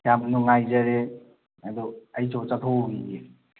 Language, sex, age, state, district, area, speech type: Manipuri, male, 18-30, Manipur, Thoubal, rural, conversation